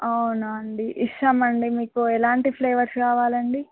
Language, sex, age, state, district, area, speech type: Telugu, female, 18-30, Telangana, Jayashankar, urban, conversation